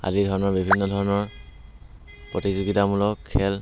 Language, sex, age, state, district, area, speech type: Assamese, male, 18-30, Assam, Dhemaji, rural, spontaneous